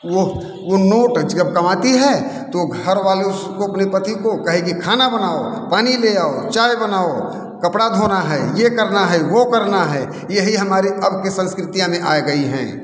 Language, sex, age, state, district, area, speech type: Hindi, male, 60+, Uttar Pradesh, Mirzapur, urban, spontaneous